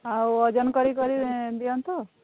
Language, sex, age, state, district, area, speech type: Odia, female, 18-30, Odisha, Mayurbhanj, rural, conversation